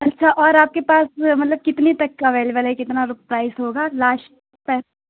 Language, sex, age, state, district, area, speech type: Urdu, female, 30-45, Uttar Pradesh, Lucknow, rural, conversation